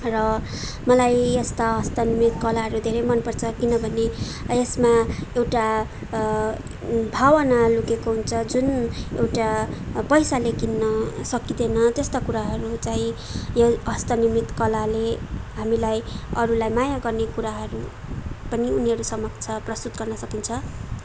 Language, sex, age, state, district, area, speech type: Nepali, female, 18-30, West Bengal, Darjeeling, urban, spontaneous